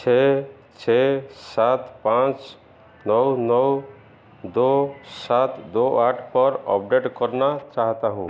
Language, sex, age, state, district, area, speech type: Hindi, male, 45-60, Madhya Pradesh, Chhindwara, rural, read